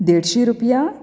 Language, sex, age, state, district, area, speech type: Goan Konkani, female, 30-45, Goa, Bardez, rural, spontaneous